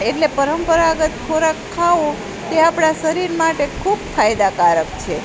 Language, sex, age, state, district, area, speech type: Gujarati, female, 45-60, Gujarat, Junagadh, rural, spontaneous